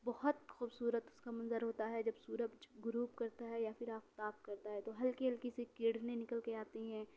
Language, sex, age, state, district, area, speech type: Urdu, female, 18-30, Uttar Pradesh, Mau, urban, spontaneous